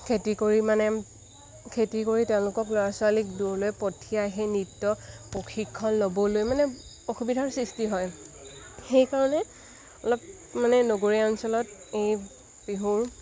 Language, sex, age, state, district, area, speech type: Assamese, female, 18-30, Assam, Lakhimpur, rural, spontaneous